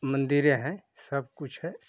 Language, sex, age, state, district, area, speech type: Hindi, male, 60+, Uttar Pradesh, Ghazipur, rural, spontaneous